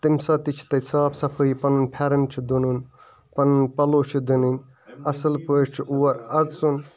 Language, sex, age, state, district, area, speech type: Kashmiri, male, 18-30, Jammu and Kashmir, Bandipora, rural, spontaneous